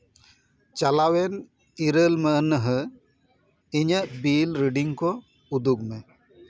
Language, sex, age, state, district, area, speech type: Santali, male, 45-60, West Bengal, Paschim Bardhaman, urban, read